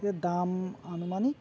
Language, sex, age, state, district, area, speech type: Bengali, male, 30-45, West Bengal, Uttar Dinajpur, urban, spontaneous